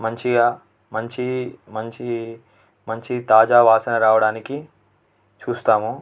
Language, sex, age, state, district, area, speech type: Telugu, male, 18-30, Telangana, Nalgonda, urban, spontaneous